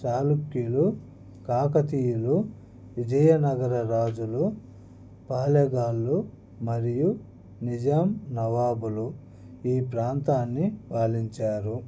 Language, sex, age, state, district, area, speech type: Telugu, male, 30-45, Andhra Pradesh, Annamaya, rural, spontaneous